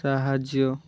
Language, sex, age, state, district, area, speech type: Odia, male, 30-45, Odisha, Balasore, rural, read